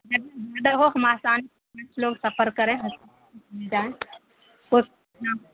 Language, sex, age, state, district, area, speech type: Urdu, female, 18-30, Bihar, Saharsa, rural, conversation